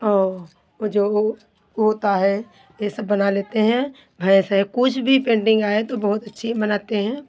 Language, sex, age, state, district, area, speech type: Hindi, female, 45-60, Uttar Pradesh, Hardoi, rural, spontaneous